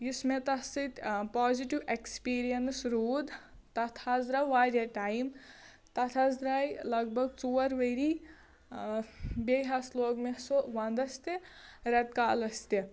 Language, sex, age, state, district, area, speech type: Kashmiri, female, 30-45, Jammu and Kashmir, Shopian, rural, spontaneous